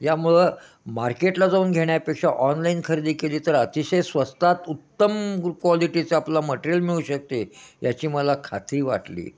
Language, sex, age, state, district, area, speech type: Marathi, male, 60+, Maharashtra, Kolhapur, urban, spontaneous